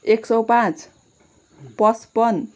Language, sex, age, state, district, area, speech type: Nepali, female, 18-30, West Bengal, Kalimpong, rural, spontaneous